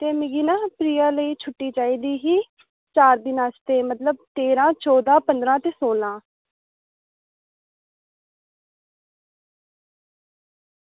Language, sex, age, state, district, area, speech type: Dogri, female, 18-30, Jammu and Kashmir, Reasi, rural, conversation